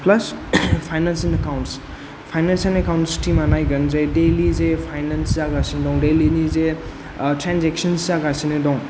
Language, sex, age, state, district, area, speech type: Bodo, male, 30-45, Assam, Kokrajhar, rural, spontaneous